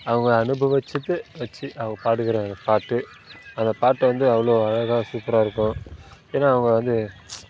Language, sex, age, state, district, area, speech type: Tamil, male, 18-30, Tamil Nadu, Kallakurichi, rural, spontaneous